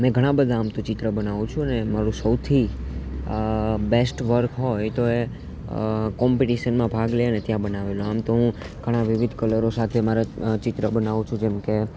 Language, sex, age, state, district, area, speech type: Gujarati, male, 18-30, Gujarat, Junagadh, urban, spontaneous